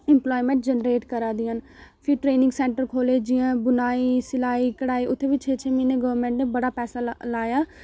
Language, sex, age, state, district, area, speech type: Dogri, female, 18-30, Jammu and Kashmir, Reasi, rural, spontaneous